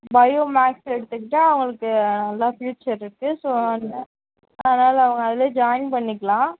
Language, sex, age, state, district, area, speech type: Tamil, female, 30-45, Tamil Nadu, Mayiladuthurai, rural, conversation